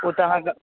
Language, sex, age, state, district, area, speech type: Maithili, male, 18-30, Bihar, Saharsa, urban, conversation